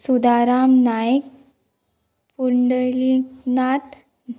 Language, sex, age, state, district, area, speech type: Goan Konkani, female, 18-30, Goa, Murmgao, urban, spontaneous